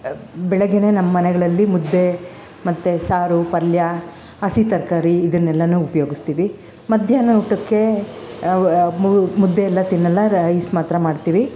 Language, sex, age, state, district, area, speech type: Kannada, female, 45-60, Karnataka, Bangalore Rural, rural, spontaneous